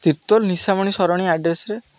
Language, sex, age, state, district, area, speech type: Odia, male, 18-30, Odisha, Jagatsinghpur, rural, spontaneous